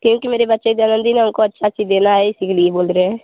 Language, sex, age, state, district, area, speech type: Hindi, female, 18-30, Uttar Pradesh, Azamgarh, rural, conversation